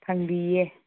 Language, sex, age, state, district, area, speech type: Manipuri, female, 60+, Manipur, Churachandpur, urban, conversation